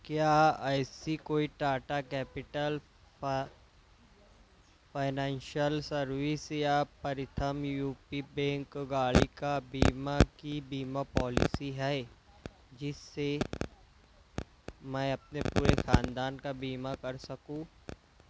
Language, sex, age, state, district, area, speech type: Urdu, male, 30-45, Maharashtra, Nashik, urban, read